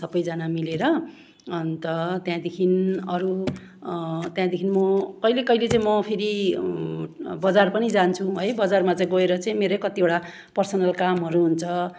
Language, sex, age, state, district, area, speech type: Nepali, female, 45-60, West Bengal, Darjeeling, rural, spontaneous